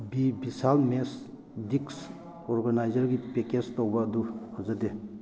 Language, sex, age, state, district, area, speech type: Manipuri, male, 30-45, Manipur, Kakching, rural, read